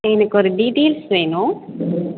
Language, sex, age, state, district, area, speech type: Tamil, female, 18-30, Tamil Nadu, Namakkal, urban, conversation